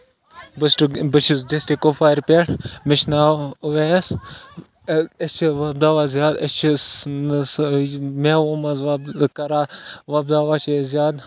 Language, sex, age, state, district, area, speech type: Kashmiri, other, 18-30, Jammu and Kashmir, Kupwara, rural, spontaneous